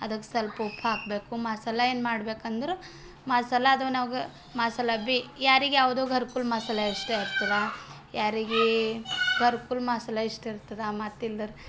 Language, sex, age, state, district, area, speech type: Kannada, female, 18-30, Karnataka, Bidar, urban, spontaneous